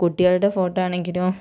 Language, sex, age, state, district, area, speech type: Malayalam, female, 45-60, Kerala, Kozhikode, urban, spontaneous